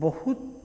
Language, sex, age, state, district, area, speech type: Odia, male, 30-45, Odisha, Kendrapara, urban, spontaneous